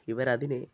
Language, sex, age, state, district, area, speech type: Malayalam, male, 45-60, Kerala, Wayanad, rural, spontaneous